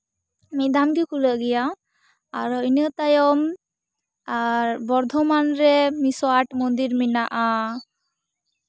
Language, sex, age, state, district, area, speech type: Santali, female, 18-30, West Bengal, Purba Bardhaman, rural, spontaneous